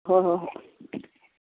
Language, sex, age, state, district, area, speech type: Manipuri, female, 60+, Manipur, Imphal East, rural, conversation